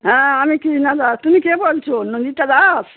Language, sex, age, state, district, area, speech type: Bengali, female, 60+, West Bengal, Darjeeling, rural, conversation